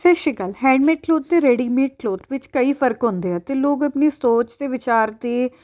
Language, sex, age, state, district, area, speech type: Punjabi, female, 18-30, Punjab, Amritsar, urban, spontaneous